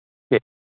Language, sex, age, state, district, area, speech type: Malayalam, male, 60+, Kerala, Kottayam, rural, conversation